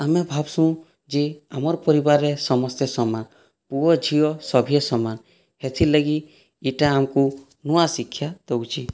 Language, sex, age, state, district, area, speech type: Odia, male, 30-45, Odisha, Boudh, rural, spontaneous